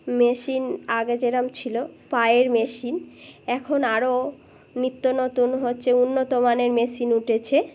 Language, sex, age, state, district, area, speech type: Bengali, female, 18-30, West Bengal, Birbhum, urban, spontaneous